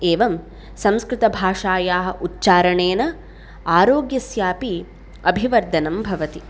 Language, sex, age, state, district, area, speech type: Sanskrit, female, 18-30, Karnataka, Udupi, urban, spontaneous